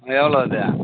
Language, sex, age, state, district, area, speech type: Tamil, male, 45-60, Tamil Nadu, Tiruvannamalai, rural, conversation